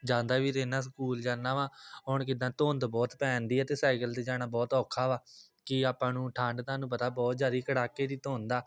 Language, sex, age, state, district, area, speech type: Punjabi, male, 18-30, Punjab, Tarn Taran, rural, spontaneous